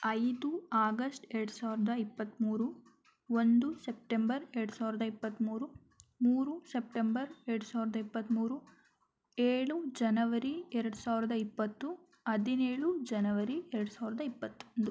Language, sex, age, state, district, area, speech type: Kannada, female, 18-30, Karnataka, Tumkur, urban, spontaneous